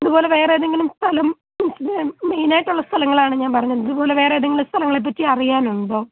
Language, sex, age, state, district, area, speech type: Malayalam, female, 18-30, Kerala, Kottayam, rural, conversation